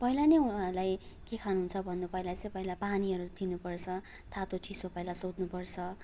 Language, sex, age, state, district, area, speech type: Nepali, female, 18-30, West Bengal, Darjeeling, rural, spontaneous